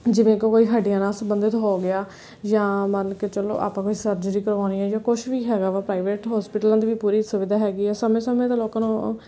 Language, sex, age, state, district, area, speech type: Punjabi, female, 18-30, Punjab, Fazilka, rural, spontaneous